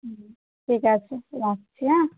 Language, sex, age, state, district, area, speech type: Bengali, female, 18-30, West Bengal, South 24 Parganas, rural, conversation